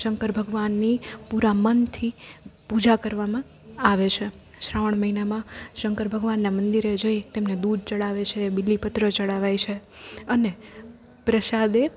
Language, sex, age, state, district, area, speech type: Gujarati, female, 18-30, Gujarat, Rajkot, urban, spontaneous